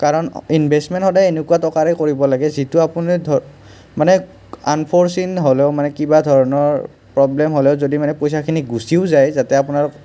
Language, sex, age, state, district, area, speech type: Assamese, male, 30-45, Assam, Nalbari, urban, spontaneous